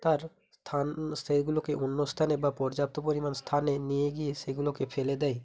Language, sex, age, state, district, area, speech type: Bengali, male, 18-30, West Bengal, Hooghly, urban, spontaneous